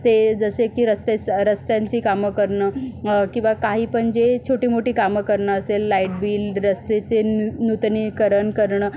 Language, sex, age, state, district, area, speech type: Marathi, female, 18-30, Maharashtra, Solapur, urban, spontaneous